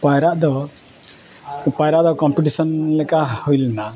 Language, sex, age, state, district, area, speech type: Santali, male, 60+, Odisha, Mayurbhanj, rural, spontaneous